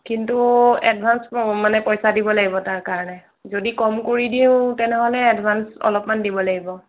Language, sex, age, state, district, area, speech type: Assamese, female, 30-45, Assam, Sonitpur, rural, conversation